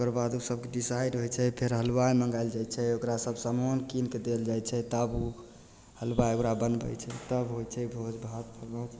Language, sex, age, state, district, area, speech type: Maithili, male, 18-30, Bihar, Begusarai, rural, spontaneous